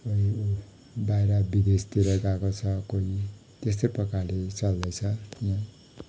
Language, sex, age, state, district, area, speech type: Nepali, male, 45-60, West Bengal, Kalimpong, rural, spontaneous